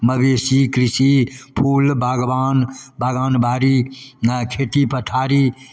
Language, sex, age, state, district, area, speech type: Maithili, male, 60+, Bihar, Darbhanga, rural, spontaneous